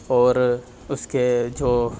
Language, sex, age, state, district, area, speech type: Urdu, male, 18-30, Delhi, East Delhi, rural, spontaneous